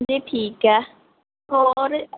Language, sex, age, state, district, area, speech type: Punjabi, female, 18-30, Punjab, Rupnagar, rural, conversation